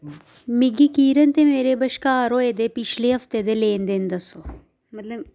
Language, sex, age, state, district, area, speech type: Dogri, female, 18-30, Jammu and Kashmir, Jammu, rural, read